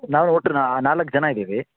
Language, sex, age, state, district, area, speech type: Kannada, male, 18-30, Karnataka, Shimoga, rural, conversation